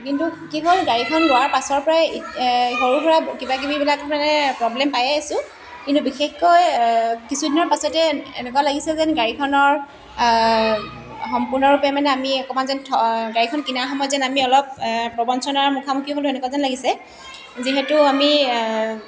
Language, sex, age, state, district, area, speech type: Assamese, female, 30-45, Assam, Dibrugarh, urban, spontaneous